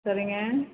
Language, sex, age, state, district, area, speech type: Tamil, female, 45-60, Tamil Nadu, Perambalur, rural, conversation